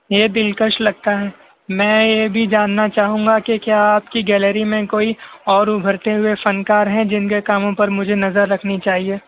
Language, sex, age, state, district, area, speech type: Urdu, male, 18-30, Maharashtra, Nashik, urban, conversation